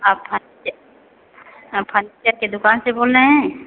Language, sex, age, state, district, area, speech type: Hindi, female, 45-60, Uttar Pradesh, Azamgarh, rural, conversation